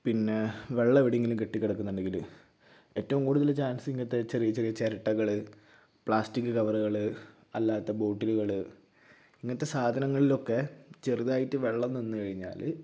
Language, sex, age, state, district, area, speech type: Malayalam, male, 18-30, Kerala, Kozhikode, urban, spontaneous